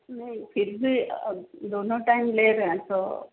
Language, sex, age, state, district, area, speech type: Hindi, female, 30-45, Madhya Pradesh, Seoni, urban, conversation